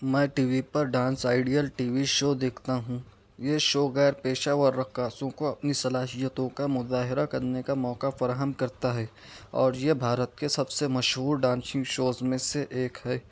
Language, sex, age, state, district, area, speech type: Urdu, male, 18-30, Maharashtra, Nashik, rural, spontaneous